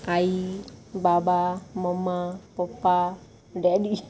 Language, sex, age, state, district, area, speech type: Goan Konkani, female, 30-45, Goa, Murmgao, rural, spontaneous